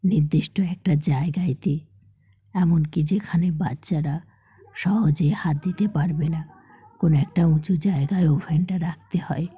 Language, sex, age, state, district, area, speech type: Bengali, female, 45-60, West Bengal, Dakshin Dinajpur, urban, spontaneous